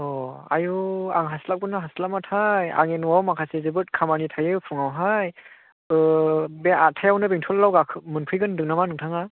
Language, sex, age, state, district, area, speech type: Bodo, male, 30-45, Assam, Chirang, rural, conversation